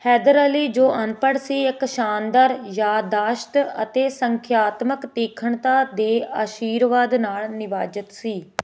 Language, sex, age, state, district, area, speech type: Punjabi, female, 18-30, Punjab, Hoshiarpur, rural, read